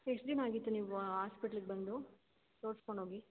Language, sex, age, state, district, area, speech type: Kannada, female, 18-30, Karnataka, Tumkur, urban, conversation